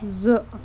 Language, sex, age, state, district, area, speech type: Kashmiri, female, 18-30, Jammu and Kashmir, Kulgam, rural, read